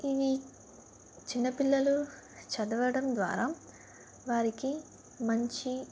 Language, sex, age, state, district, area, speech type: Telugu, female, 18-30, Telangana, Sangareddy, urban, spontaneous